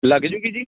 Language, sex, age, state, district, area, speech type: Punjabi, male, 30-45, Punjab, Mansa, rural, conversation